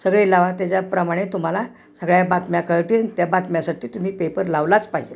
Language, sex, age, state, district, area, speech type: Marathi, female, 60+, Maharashtra, Osmanabad, rural, spontaneous